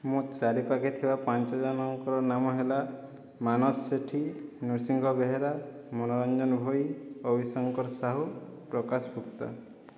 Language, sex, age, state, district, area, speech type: Odia, male, 30-45, Odisha, Boudh, rural, spontaneous